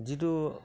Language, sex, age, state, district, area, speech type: Assamese, male, 45-60, Assam, Sivasagar, rural, spontaneous